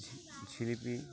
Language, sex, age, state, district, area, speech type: Bengali, male, 18-30, West Bengal, Uttar Dinajpur, rural, spontaneous